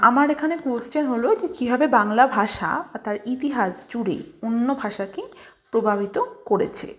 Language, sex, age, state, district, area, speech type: Bengali, female, 18-30, West Bengal, Malda, rural, spontaneous